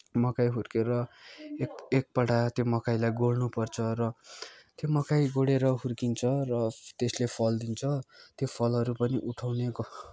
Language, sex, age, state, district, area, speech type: Nepali, male, 18-30, West Bengal, Kalimpong, rural, spontaneous